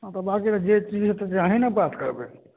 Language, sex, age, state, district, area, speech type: Maithili, male, 30-45, Bihar, Samastipur, rural, conversation